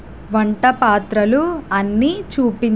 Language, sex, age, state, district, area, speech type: Telugu, female, 45-60, Andhra Pradesh, Kakinada, rural, read